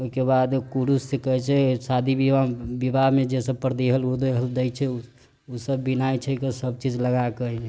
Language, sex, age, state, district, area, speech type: Maithili, male, 18-30, Bihar, Muzaffarpur, rural, spontaneous